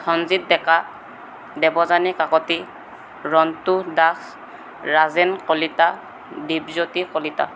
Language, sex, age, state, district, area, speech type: Assamese, male, 18-30, Assam, Kamrup Metropolitan, urban, spontaneous